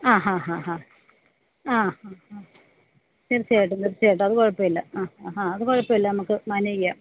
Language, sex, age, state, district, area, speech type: Malayalam, female, 45-60, Kerala, Alappuzha, urban, conversation